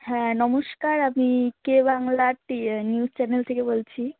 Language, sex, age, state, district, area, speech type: Bengali, female, 18-30, West Bengal, Alipurduar, rural, conversation